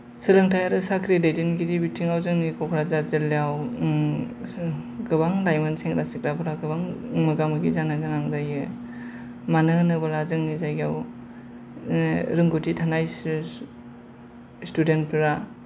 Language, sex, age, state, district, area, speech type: Bodo, male, 30-45, Assam, Kokrajhar, rural, spontaneous